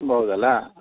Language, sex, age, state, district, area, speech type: Kannada, male, 45-60, Karnataka, Udupi, rural, conversation